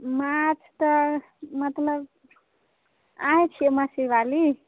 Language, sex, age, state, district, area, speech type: Maithili, female, 18-30, Bihar, Samastipur, rural, conversation